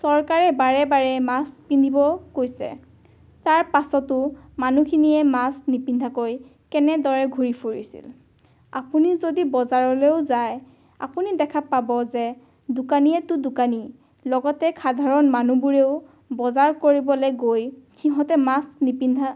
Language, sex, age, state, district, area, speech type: Assamese, female, 18-30, Assam, Biswanath, rural, spontaneous